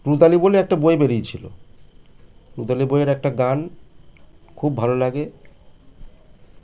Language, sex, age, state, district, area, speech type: Bengali, male, 45-60, West Bengal, Birbhum, urban, spontaneous